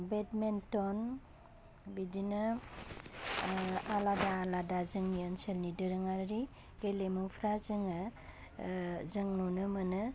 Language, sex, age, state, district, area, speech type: Bodo, female, 30-45, Assam, Baksa, rural, spontaneous